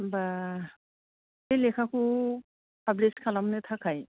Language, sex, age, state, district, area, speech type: Bodo, female, 60+, Assam, Kokrajhar, rural, conversation